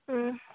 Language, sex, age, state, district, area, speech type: Manipuri, female, 18-30, Manipur, Churachandpur, rural, conversation